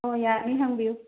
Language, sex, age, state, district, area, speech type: Manipuri, female, 45-60, Manipur, Bishnupur, rural, conversation